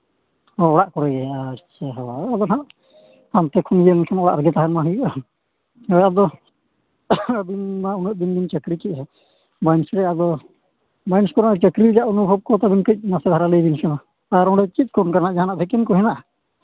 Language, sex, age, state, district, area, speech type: Santali, male, 45-60, Jharkhand, East Singhbhum, rural, conversation